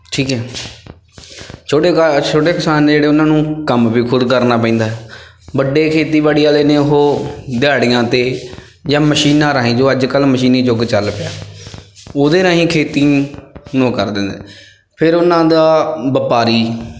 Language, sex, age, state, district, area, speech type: Punjabi, male, 18-30, Punjab, Bathinda, rural, spontaneous